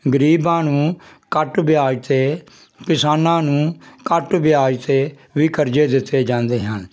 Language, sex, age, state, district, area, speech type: Punjabi, male, 60+, Punjab, Jalandhar, rural, spontaneous